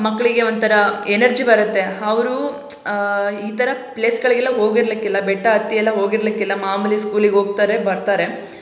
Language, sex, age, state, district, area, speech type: Kannada, female, 18-30, Karnataka, Hassan, urban, spontaneous